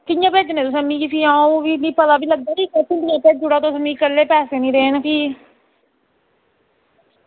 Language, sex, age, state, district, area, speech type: Dogri, female, 18-30, Jammu and Kashmir, Reasi, rural, conversation